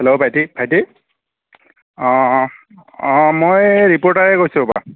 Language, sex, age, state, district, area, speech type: Assamese, male, 60+, Assam, Morigaon, rural, conversation